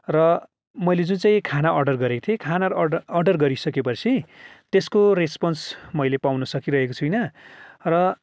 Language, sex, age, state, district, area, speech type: Nepali, male, 45-60, West Bengal, Kalimpong, rural, spontaneous